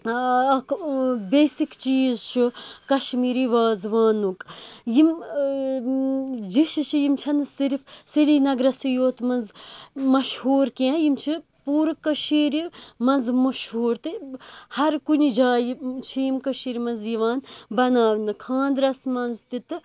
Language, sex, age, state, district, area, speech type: Kashmiri, female, 18-30, Jammu and Kashmir, Srinagar, rural, spontaneous